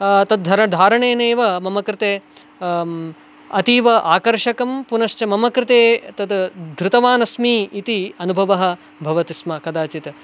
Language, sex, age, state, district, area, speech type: Sanskrit, male, 18-30, Karnataka, Dakshina Kannada, urban, spontaneous